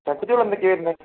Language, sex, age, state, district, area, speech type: Malayalam, male, 18-30, Kerala, Wayanad, rural, conversation